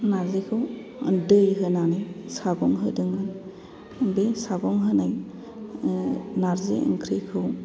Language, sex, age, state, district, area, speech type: Bodo, female, 45-60, Assam, Chirang, rural, spontaneous